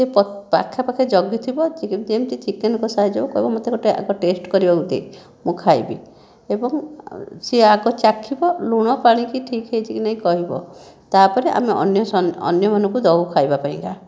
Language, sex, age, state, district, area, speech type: Odia, female, 18-30, Odisha, Jajpur, rural, spontaneous